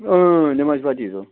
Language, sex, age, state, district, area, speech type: Kashmiri, male, 30-45, Jammu and Kashmir, Budgam, rural, conversation